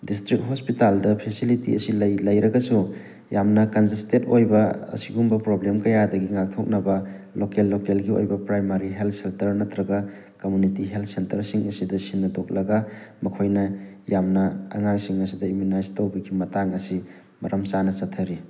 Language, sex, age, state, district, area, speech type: Manipuri, male, 30-45, Manipur, Thoubal, rural, spontaneous